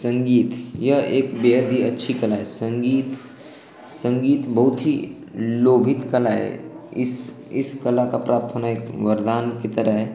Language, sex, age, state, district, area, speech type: Hindi, male, 18-30, Uttar Pradesh, Ghazipur, rural, spontaneous